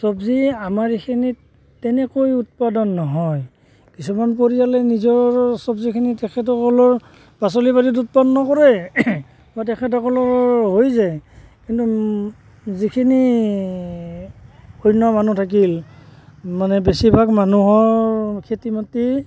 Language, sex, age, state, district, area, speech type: Assamese, male, 45-60, Assam, Barpeta, rural, spontaneous